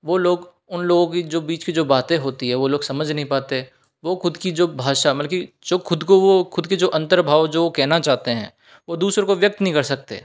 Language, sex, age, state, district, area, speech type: Hindi, male, 18-30, Rajasthan, Jaipur, urban, spontaneous